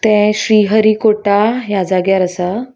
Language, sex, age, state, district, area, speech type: Goan Konkani, female, 30-45, Goa, Salcete, rural, spontaneous